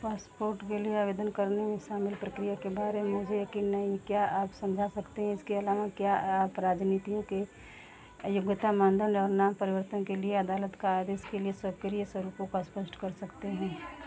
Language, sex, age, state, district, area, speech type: Hindi, female, 45-60, Uttar Pradesh, Mau, rural, read